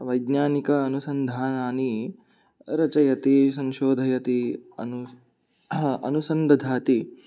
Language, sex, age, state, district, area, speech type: Sanskrit, male, 18-30, Maharashtra, Mumbai City, urban, spontaneous